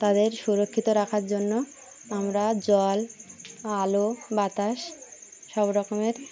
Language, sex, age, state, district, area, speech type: Bengali, female, 30-45, West Bengal, Birbhum, urban, spontaneous